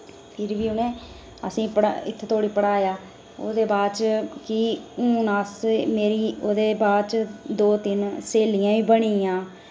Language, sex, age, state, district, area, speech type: Dogri, female, 30-45, Jammu and Kashmir, Reasi, rural, spontaneous